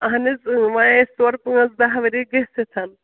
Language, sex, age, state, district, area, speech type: Kashmiri, female, 30-45, Jammu and Kashmir, Srinagar, rural, conversation